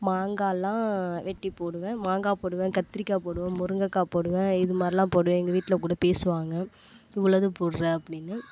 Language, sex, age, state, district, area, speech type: Tamil, female, 18-30, Tamil Nadu, Nagapattinam, rural, spontaneous